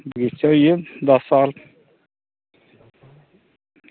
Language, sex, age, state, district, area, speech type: Dogri, male, 30-45, Jammu and Kashmir, Udhampur, rural, conversation